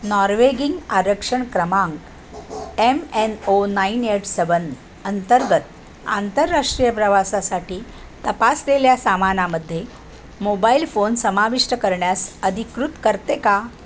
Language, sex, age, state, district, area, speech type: Marathi, female, 60+, Maharashtra, Thane, urban, read